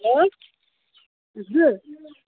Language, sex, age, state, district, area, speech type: Nepali, female, 45-60, West Bengal, Alipurduar, rural, conversation